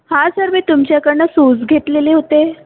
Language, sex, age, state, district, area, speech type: Marathi, female, 30-45, Maharashtra, Nagpur, urban, conversation